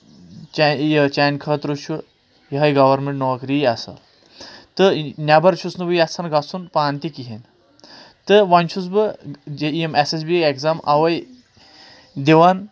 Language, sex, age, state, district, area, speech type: Kashmiri, male, 30-45, Jammu and Kashmir, Kulgam, urban, spontaneous